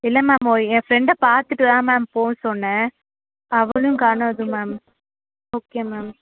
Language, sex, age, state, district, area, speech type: Tamil, female, 30-45, Tamil Nadu, Cuddalore, urban, conversation